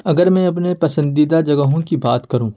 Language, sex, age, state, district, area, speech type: Urdu, male, 18-30, Uttar Pradesh, Ghaziabad, urban, spontaneous